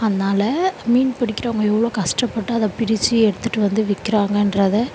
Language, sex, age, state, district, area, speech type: Tamil, female, 30-45, Tamil Nadu, Chennai, urban, spontaneous